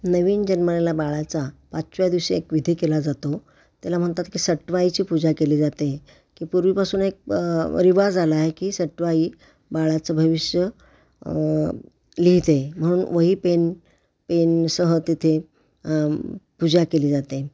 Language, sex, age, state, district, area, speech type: Marathi, female, 60+, Maharashtra, Pune, urban, spontaneous